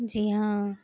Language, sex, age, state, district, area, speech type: Urdu, female, 18-30, Bihar, Madhubani, rural, spontaneous